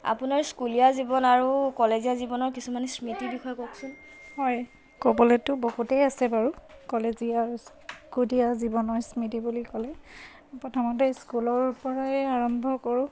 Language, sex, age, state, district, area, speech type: Assamese, female, 30-45, Assam, Sivasagar, rural, spontaneous